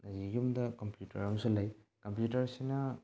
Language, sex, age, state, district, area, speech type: Manipuri, male, 18-30, Manipur, Bishnupur, rural, spontaneous